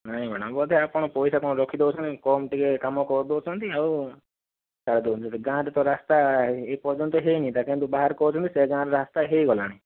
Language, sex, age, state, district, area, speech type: Odia, male, 60+, Odisha, Kandhamal, rural, conversation